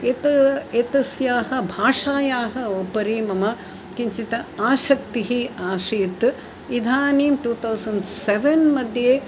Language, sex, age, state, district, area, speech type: Sanskrit, female, 60+, Tamil Nadu, Chennai, urban, spontaneous